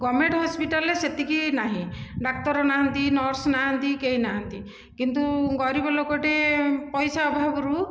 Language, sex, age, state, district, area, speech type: Odia, female, 45-60, Odisha, Dhenkanal, rural, spontaneous